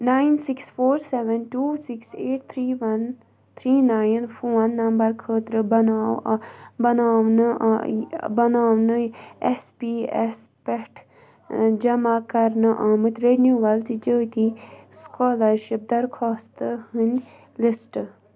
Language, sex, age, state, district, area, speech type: Kashmiri, female, 30-45, Jammu and Kashmir, Budgam, rural, read